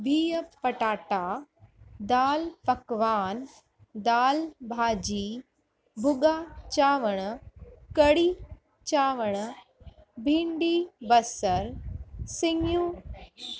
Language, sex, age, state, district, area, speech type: Sindhi, female, 45-60, Uttar Pradesh, Lucknow, rural, spontaneous